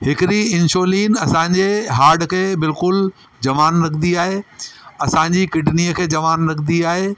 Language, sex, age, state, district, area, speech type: Sindhi, male, 45-60, Delhi, South Delhi, urban, spontaneous